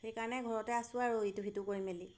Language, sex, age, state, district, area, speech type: Assamese, female, 30-45, Assam, Golaghat, urban, spontaneous